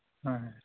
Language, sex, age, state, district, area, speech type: Santali, male, 30-45, West Bengal, Uttar Dinajpur, rural, conversation